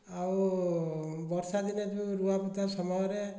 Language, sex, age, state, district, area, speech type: Odia, male, 45-60, Odisha, Dhenkanal, rural, spontaneous